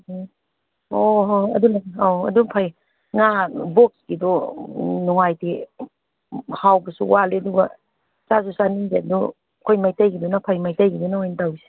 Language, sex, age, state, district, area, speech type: Manipuri, female, 60+, Manipur, Kangpokpi, urban, conversation